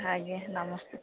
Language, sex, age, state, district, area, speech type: Odia, female, 30-45, Odisha, Jagatsinghpur, rural, conversation